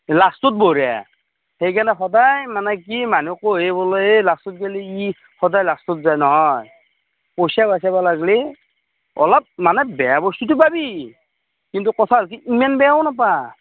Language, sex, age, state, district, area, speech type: Assamese, male, 30-45, Assam, Darrang, rural, conversation